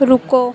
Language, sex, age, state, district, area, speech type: Hindi, female, 18-30, Madhya Pradesh, Harda, rural, read